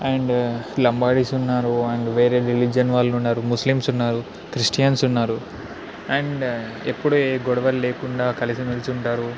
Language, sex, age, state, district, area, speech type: Telugu, male, 18-30, Telangana, Ranga Reddy, urban, spontaneous